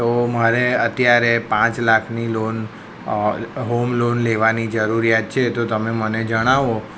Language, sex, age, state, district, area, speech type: Gujarati, male, 30-45, Gujarat, Kheda, rural, spontaneous